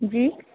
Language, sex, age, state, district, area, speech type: Hindi, female, 18-30, Madhya Pradesh, Harda, urban, conversation